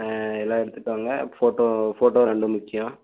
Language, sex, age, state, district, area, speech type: Tamil, male, 18-30, Tamil Nadu, Dharmapuri, rural, conversation